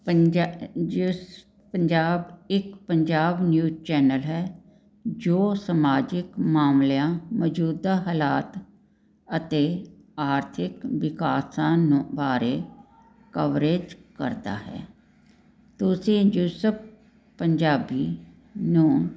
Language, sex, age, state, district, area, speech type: Punjabi, female, 60+, Punjab, Jalandhar, urban, spontaneous